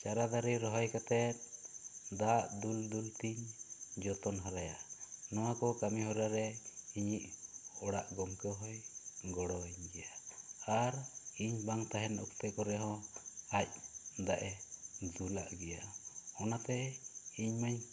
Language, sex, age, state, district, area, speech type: Santali, male, 30-45, West Bengal, Bankura, rural, spontaneous